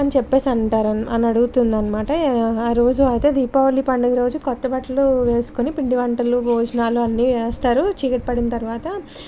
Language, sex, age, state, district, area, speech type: Telugu, female, 30-45, Andhra Pradesh, Anakapalli, rural, spontaneous